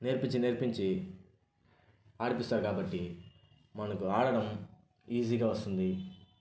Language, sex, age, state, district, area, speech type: Telugu, male, 18-30, Andhra Pradesh, Sri Balaji, rural, spontaneous